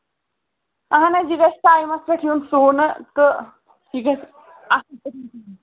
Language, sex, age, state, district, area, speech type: Kashmiri, male, 18-30, Jammu and Kashmir, Kulgam, rural, conversation